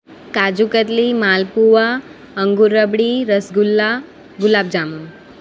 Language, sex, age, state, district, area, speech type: Gujarati, female, 18-30, Gujarat, Valsad, rural, spontaneous